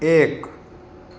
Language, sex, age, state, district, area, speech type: Gujarati, male, 60+, Gujarat, Morbi, rural, read